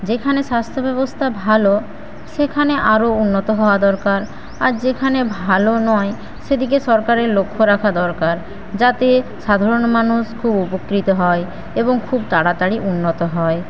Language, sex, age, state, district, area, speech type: Bengali, female, 45-60, West Bengal, Paschim Medinipur, rural, spontaneous